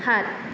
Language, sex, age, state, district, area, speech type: Assamese, female, 18-30, Assam, Nalbari, rural, read